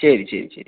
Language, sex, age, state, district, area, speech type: Malayalam, male, 60+, Kerala, Palakkad, rural, conversation